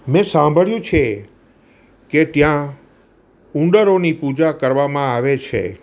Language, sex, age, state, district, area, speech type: Gujarati, male, 60+, Gujarat, Surat, urban, read